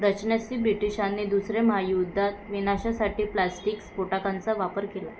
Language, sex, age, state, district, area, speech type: Marathi, female, 18-30, Maharashtra, Thane, urban, read